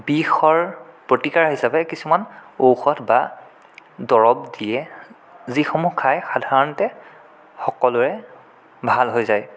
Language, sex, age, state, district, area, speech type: Assamese, male, 18-30, Assam, Sonitpur, rural, spontaneous